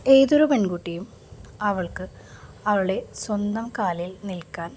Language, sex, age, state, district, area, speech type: Malayalam, female, 45-60, Kerala, Palakkad, rural, spontaneous